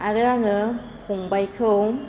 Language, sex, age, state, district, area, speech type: Bodo, female, 18-30, Assam, Baksa, rural, spontaneous